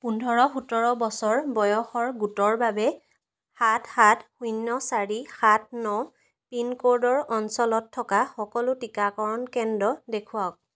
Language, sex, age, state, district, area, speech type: Assamese, female, 18-30, Assam, Sivasagar, rural, read